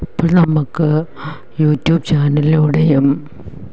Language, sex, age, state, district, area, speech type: Malayalam, female, 45-60, Kerala, Kollam, rural, spontaneous